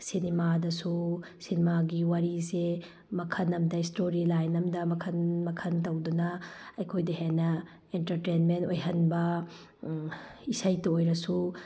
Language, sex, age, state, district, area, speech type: Manipuri, female, 30-45, Manipur, Tengnoupal, rural, spontaneous